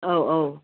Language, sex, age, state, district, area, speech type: Manipuri, female, 45-60, Manipur, Kangpokpi, urban, conversation